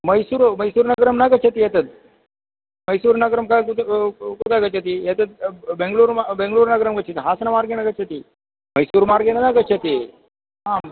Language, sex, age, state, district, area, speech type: Sanskrit, male, 45-60, Kerala, Kasaragod, urban, conversation